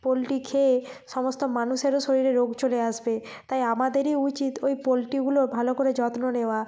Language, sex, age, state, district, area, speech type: Bengali, female, 45-60, West Bengal, Nadia, rural, spontaneous